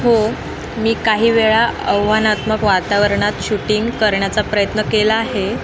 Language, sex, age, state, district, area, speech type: Marathi, female, 18-30, Maharashtra, Jalna, urban, spontaneous